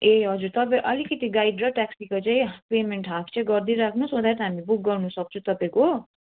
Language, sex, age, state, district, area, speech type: Nepali, female, 45-60, West Bengal, Darjeeling, rural, conversation